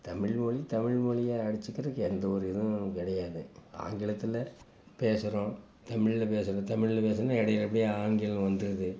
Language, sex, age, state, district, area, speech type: Tamil, male, 60+, Tamil Nadu, Tiruppur, rural, spontaneous